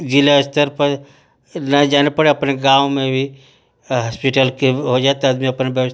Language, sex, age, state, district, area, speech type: Hindi, male, 45-60, Uttar Pradesh, Ghazipur, rural, spontaneous